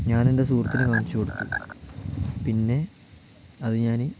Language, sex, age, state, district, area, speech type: Malayalam, male, 18-30, Kerala, Wayanad, rural, spontaneous